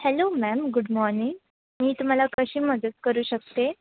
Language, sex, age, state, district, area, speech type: Marathi, female, 18-30, Maharashtra, Sindhudurg, rural, conversation